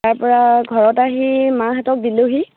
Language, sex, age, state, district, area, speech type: Assamese, female, 18-30, Assam, Dibrugarh, urban, conversation